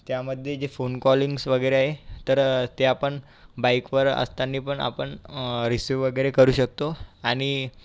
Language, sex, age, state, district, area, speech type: Marathi, male, 18-30, Maharashtra, Buldhana, urban, spontaneous